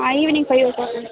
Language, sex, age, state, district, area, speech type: Tamil, female, 18-30, Tamil Nadu, Thanjavur, urban, conversation